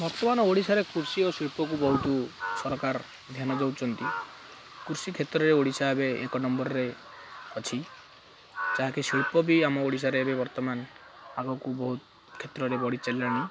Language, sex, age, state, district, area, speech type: Odia, male, 18-30, Odisha, Kendrapara, urban, spontaneous